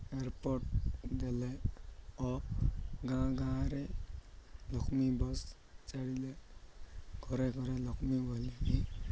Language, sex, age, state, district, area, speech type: Odia, male, 18-30, Odisha, Malkangiri, urban, spontaneous